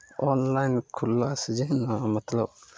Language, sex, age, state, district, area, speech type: Maithili, male, 18-30, Bihar, Samastipur, rural, spontaneous